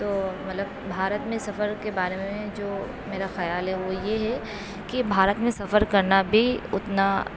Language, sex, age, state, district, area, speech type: Urdu, female, 18-30, Uttar Pradesh, Aligarh, urban, spontaneous